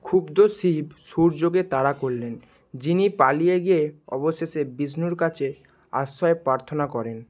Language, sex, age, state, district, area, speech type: Bengali, male, 30-45, West Bengal, Purba Medinipur, rural, read